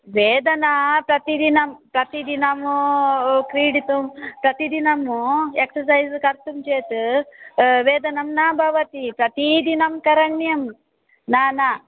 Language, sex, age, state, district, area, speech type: Sanskrit, female, 45-60, Karnataka, Dakshina Kannada, rural, conversation